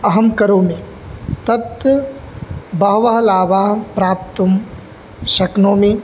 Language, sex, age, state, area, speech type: Sanskrit, male, 18-30, Uttar Pradesh, rural, spontaneous